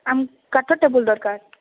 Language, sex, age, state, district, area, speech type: Odia, female, 45-60, Odisha, Boudh, rural, conversation